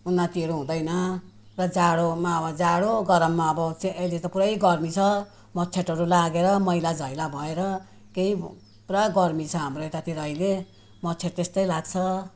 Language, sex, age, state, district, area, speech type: Nepali, female, 60+, West Bengal, Jalpaiguri, rural, spontaneous